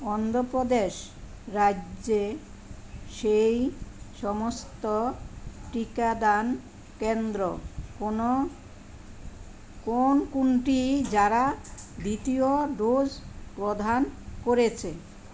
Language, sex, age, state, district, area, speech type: Bengali, female, 60+, West Bengal, Kolkata, urban, read